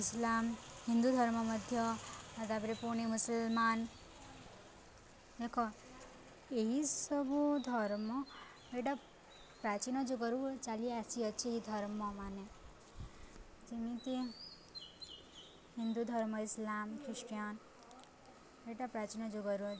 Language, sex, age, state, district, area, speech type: Odia, female, 18-30, Odisha, Subarnapur, urban, spontaneous